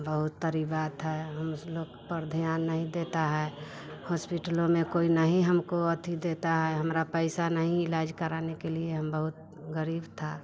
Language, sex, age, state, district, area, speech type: Hindi, female, 45-60, Bihar, Vaishali, rural, spontaneous